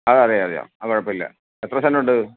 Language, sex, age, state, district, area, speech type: Malayalam, male, 60+, Kerala, Alappuzha, rural, conversation